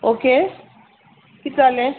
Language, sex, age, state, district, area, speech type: Goan Konkani, female, 30-45, Goa, Salcete, rural, conversation